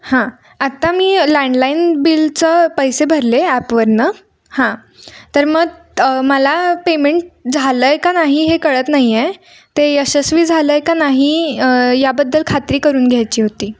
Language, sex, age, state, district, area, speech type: Marathi, female, 18-30, Maharashtra, Kolhapur, urban, spontaneous